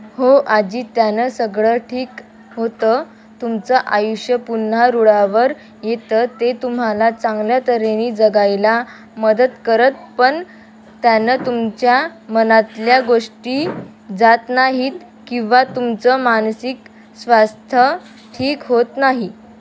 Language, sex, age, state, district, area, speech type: Marathi, female, 18-30, Maharashtra, Wardha, rural, read